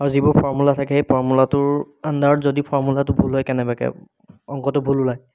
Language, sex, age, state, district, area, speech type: Assamese, male, 30-45, Assam, Biswanath, rural, spontaneous